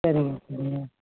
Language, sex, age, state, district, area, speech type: Tamil, male, 30-45, Tamil Nadu, Thanjavur, rural, conversation